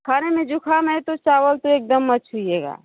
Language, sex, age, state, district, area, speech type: Hindi, female, 30-45, Uttar Pradesh, Mau, rural, conversation